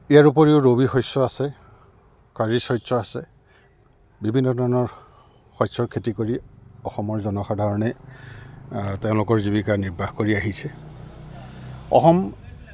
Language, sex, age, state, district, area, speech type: Assamese, male, 45-60, Assam, Goalpara, urban, spontaneous